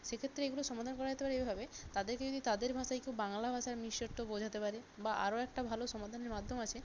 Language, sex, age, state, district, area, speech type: Bengali, female, 18-30, West Bengal, North 24 Parganas, rural, spontaneous